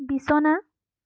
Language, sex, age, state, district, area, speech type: Assamese, female, 18-30, Assam, Sonitpur, rural, read